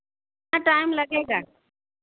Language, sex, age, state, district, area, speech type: Hindi, female, 45-60, Uttar Pradesh, Pratapgarh, rural, conversation